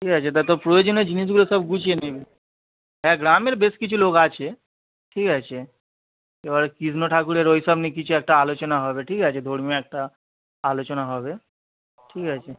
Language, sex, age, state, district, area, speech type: Bengali, male, 30-45, West Bengal, Howrah, urban, conversation